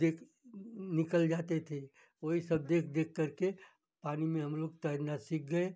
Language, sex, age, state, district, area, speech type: Hindi, male, 60+, Uttar Pradesh, Ghazipur, rural, spontaneous